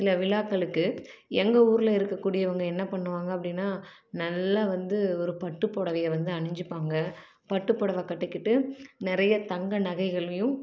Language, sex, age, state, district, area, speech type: Tamil, female, 30-45, Tamil Nadu, Salem, urban, spontaneous